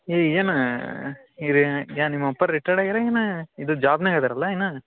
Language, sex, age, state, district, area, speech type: Kannada, male, 18-30, Karnataka, Dharwad, rural, conversation